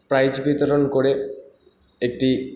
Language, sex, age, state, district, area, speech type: Bengali, male, 30-45, West Bengal, Paschim Bardhaman, rural, spontaneous